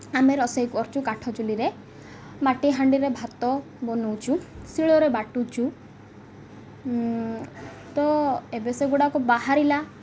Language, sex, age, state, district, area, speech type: Odia, female, 18-30, Odisha, Malkangiri, urban, spontaneous